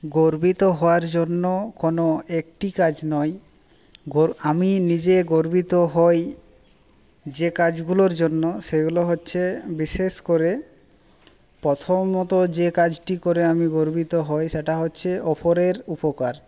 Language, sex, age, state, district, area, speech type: Bengali, male, 45-60, West Bengal, Jhargram, rural, spontaneous